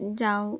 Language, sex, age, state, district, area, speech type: Urdu, female, 18-30, Telangana, Hyderabad, urban, read